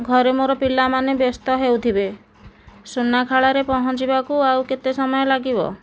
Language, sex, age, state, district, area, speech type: Odia, female, 30-45, Odisha, Nayagarh, rural, spontaneous